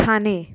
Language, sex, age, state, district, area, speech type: Marathi, female, 18-30, Maharashtra, Solapur, urban, spontaneous